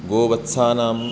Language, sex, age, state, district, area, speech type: Sanskrit, male, 30-45, Karnataka, Dakshina Kannada, rural, spontaneous